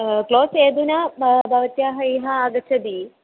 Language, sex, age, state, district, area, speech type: Sanskrit, female, 18-30, Kerala, Kozhikode, rural, conversation